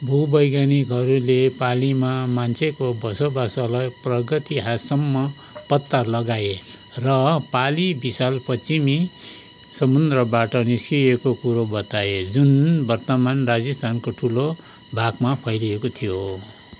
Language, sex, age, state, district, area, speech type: Nepali, male, 60+, West Bengal, Kalimpong, rural, read